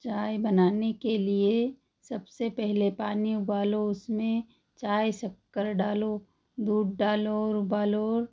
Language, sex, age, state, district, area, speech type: Hindi, female, 45-60, Madhya Pradesh, Ujjain, urban, spontaneous